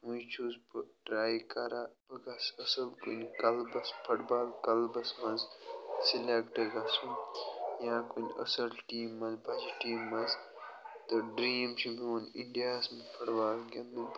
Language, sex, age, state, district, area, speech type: Kashmiri, male, 30-45, Jammu and Kashmir, Baramulla, rural, spontaneous